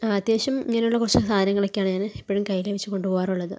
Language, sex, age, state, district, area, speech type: Malayalam, female, 18-30, Kerala, Palakkad, urban, spontaneous